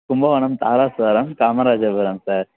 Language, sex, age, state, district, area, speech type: Tamil, male, 18-30, Tamil Nadu, Thanjavur, rural, conversation